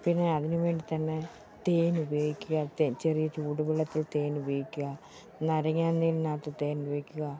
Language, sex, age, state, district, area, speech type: Malayalam, female, 45-60, Kerala, Pathanamthitta, rural, spontaneous